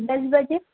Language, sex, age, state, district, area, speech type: Urdu, female, 18-30, Delhi, Central Delhi, urban, conversation